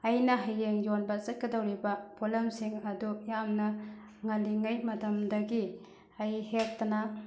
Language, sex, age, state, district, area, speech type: Manipuri, female, 30-45, Manipur, Bishnupur, rural, spontaneous